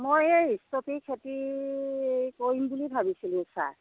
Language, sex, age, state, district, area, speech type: Assamese, female, 60+, Assam, Lakhimpur, urban, conversation